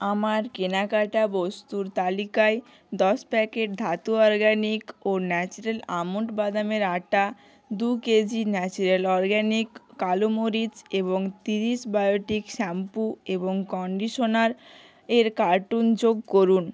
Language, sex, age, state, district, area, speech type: Bengali, female, 18-30, West Bengal, Jalpaiguri, rural, read